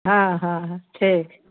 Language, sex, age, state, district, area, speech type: Maithili, female, 45-60, Bihar, Darbhanga, urban, conversation